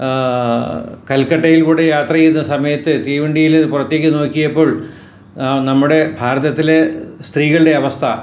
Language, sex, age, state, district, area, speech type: Malayalam, male, 60+, Kerala, Ernakulam, rural, spontaneous